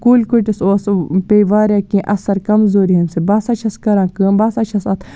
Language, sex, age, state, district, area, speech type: Kashmiri, female, 18-30, Jammu and Kashmir, Baramulla, rural, spontaneous